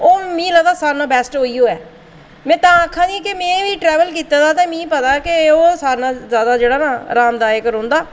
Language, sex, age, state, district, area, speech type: Dogri, female, 45-60, Jammu and Kashmir, Jammu, urban, spontaneous